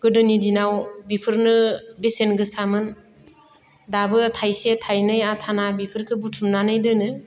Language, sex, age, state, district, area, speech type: Bodo, female, 45-60, Assam, Baksa, rural, spontaneous